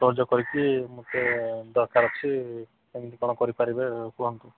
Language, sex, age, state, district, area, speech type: Odia, male, 45-60, Odisha, Sambalpur, rural, conversation